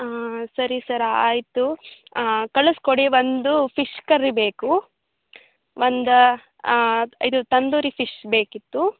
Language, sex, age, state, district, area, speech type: Kannada, female, 18-30, Karnataka, Tumkur, rural, conversation